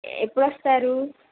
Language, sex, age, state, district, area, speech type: Telugu, female, 30-45, Andhra Pradesh, N T Rama Rao, urban, conversation